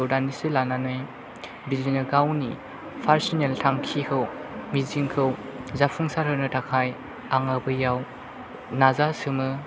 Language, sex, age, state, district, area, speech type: Bodo, male, 18-30, Assam, Chirang, rural, spontaneous